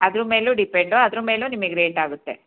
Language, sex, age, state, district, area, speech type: Kannada, female, 30-45, Karnataka, Hassan, rural, conversation